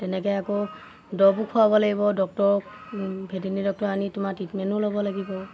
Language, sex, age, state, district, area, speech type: Assamese, female, 30-45, Assam, Golaghat, rural, spontaneous